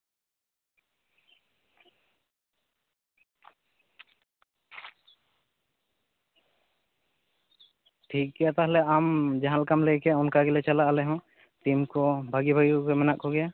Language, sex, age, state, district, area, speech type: Santali, male, 18-30, West Bengal, Jhargram, rural, conversation